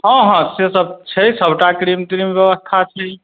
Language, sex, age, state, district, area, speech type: Maithili, male, 45-60, Bihar, Madhubani, rural, conversation